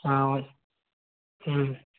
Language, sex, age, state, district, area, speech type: Kannada, male, 18-30, Karnataka, Koppal, rural, conversation